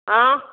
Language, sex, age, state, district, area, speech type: Bodo, female, 60+, Assam, Chirang, rural, conversation